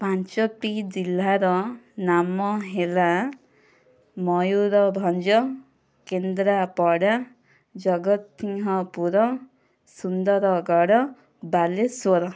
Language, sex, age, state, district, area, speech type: Odia, female, 18-30, Odisha, Kandhamal, rural, spontaneous